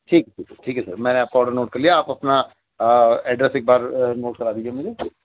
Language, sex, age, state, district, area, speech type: Urdu, male, 45-60, Delhi, East Delhi, urban, conversation